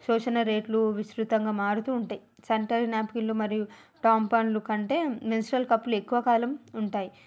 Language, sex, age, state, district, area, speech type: Telugu, female, 45-60, Telangana, Hyderabad, rural, spontaneous